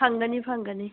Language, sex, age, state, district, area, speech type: Manipuri, female, 18-30, Manipur, Kakching, rural, conversation